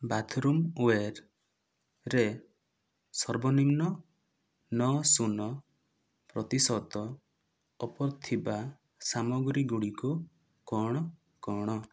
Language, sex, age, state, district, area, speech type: Odia, male, 18-30, Odisha, Kandhamal, rural, read